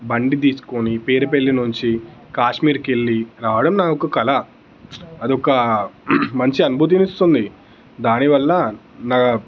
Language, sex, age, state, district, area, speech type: Telugu, male, 18-30, Telangana, Peddapalli, rural, spontaneous